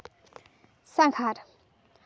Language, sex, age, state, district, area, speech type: Santali, female, 18-30, West Bengal, Jhargram, rural, spontaneous